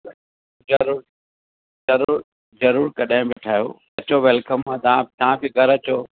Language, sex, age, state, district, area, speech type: Sindhi, male, 60+, Maharashtra, Mumbai Suburban, urban, conversation